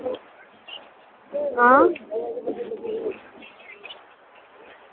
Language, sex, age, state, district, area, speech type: Dogri, female, 18-30, Jammu and Kashmir, Udhampur, rural, conversation